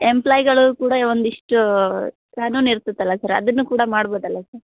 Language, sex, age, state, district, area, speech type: Kannada, female, 18-30, Karnataka, Koppal, rural, conversation